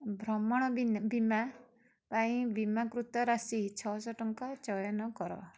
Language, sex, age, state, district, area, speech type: Odia, female, 30-45, Odisha, Cuttack, urban, read